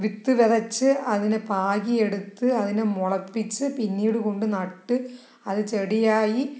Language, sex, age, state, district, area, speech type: Malayalam, female, 45-60, Kerala, Palakkad, rural, spontaneous